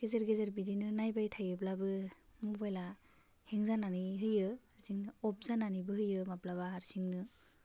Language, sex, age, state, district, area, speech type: Bodo, female, 18-30, Assam, Baksa, rural, spontaneous